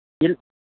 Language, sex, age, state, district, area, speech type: Tamil, male, 18-30, Tamil Nadu, Erode, rural, conversation